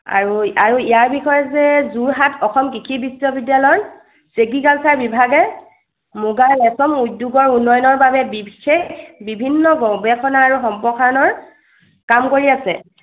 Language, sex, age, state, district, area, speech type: Assamese, female, 45-60, Assam, Charaideo, urban, conversation